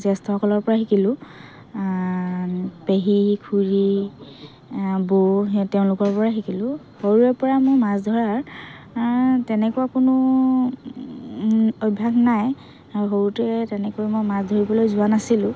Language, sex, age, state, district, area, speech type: Assamese, female, 45-60, Assam, Dhemaji, rural, spontaneous